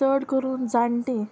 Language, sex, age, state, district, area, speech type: Goan Konkani, female, 30-45, Goa, Murmgao, rural, spontaneous